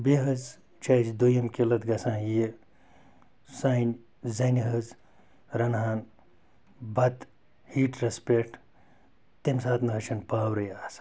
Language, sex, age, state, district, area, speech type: Kashmiri, male, 30-45, Jammu and Kashmir, Bandipora, rural, spontaneous